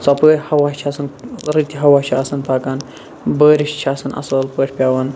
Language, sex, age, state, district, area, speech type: Kashmiri, male, 45-60, Jammu and Kashmir, Shopian, urban, spontaneous